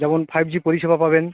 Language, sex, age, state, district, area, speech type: Bengali, male, 45-60, West Bengal, North 24 Parganas, urban, conversation